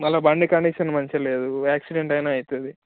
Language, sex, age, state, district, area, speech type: Telugu, male, 18-30, Telangana, Mancherial, rural, conversation